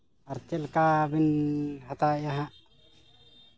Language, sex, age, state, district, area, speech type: Santali, male, 30-45, Jharkhand, East Singhbhum, rural, spontaneous